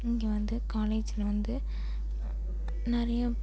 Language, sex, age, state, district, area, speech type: Tamil, female, 18-30, Tamil Nadu, Perambalur, rural, spontaneous